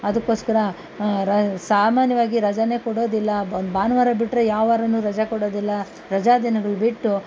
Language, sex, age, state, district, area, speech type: Kannada, female, 45-60, Karnataka, Kolar, rural, spontaneous